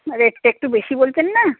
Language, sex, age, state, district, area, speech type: Bengali, female, 60+, West Bengal, Birbhum, urban, conversation